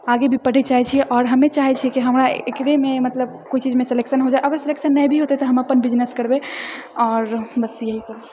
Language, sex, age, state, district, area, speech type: Maithili, female, 30-45, Bihar, Purnia, urban, spontaneous